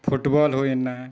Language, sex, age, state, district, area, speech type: Santali, male, 60+, Jharkhand, Bokaro, rural, spontaneous